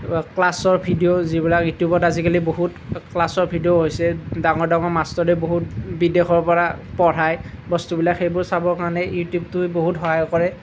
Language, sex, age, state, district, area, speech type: Assamese, male, 18-30, Assam, Nalbari, rural, spontaneous